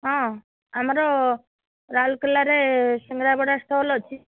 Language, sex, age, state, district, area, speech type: Odia, female, 60+, Odisha, Sundergarh, rural, conversation